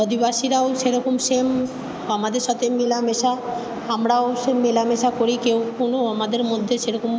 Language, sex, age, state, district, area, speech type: Bengali, female, 30-45, West Bengal, Purba Bardhaman, urban, spontaneous